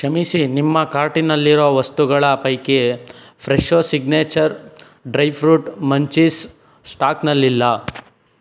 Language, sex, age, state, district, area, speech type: Kannada, male, 18-30, Karnataka, Chikkaballapur, urban, read